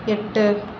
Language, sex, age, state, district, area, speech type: Tamil, female, 30-45, Tamil Nadu, Mayiladuthurai, urban, read